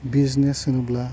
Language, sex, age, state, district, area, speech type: Bodo, male, 30-45, Assam, Udalguri, urban, spontaneous